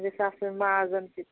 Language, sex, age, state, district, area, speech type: Kashmiri, female, 30-45, Jammu and Kashmir, Bandipora, rural, conversation